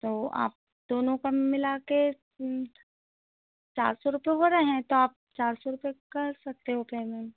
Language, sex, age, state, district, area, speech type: Hindi, female, 30-45, Madhya Pradesh, Hoshangabad, urban, conversation